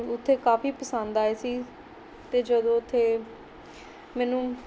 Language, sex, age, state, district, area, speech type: Punjabi, female, 18-30, Punjab, Mohali, rural, spontaneous